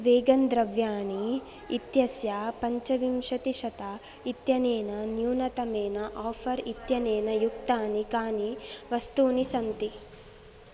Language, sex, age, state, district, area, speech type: Sanskrit, female, 18-30, Karnataka, Dakshina Kannada, rural, read